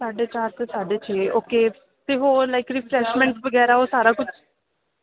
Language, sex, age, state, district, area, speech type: Punjabi, female, 18-30, Punjab, Ludhiana, urban, conversation